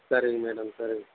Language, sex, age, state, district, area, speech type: Tamil, male, 18-30, Tamil Nadu, Kallakurichi, rural, conversation